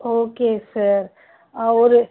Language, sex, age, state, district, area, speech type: Tamil, female, 18-30, Tamil Nadu, Dharmapuri, rural, conversation